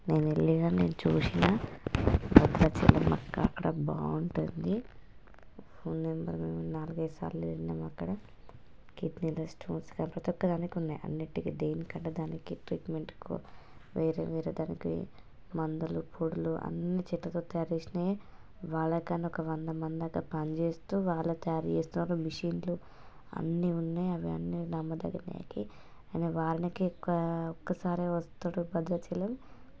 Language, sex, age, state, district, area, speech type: Telugu, female, 30-45, Telangana, Hanamkonda, rural, spontaneous